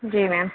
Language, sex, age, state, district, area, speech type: Hindi, female, 45-60, Madhya Pradesh, Bhopal, urban, conversation